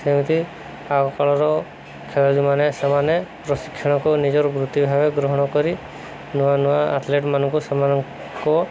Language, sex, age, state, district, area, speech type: Odia, male, 30-45, Odisha, Subarnapur, urban, spontaneous